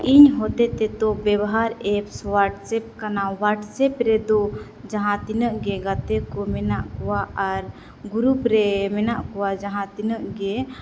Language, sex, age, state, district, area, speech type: Santali, female, 18-30, Jharkhand, Seraikela Kharsawan, rural, spontaneous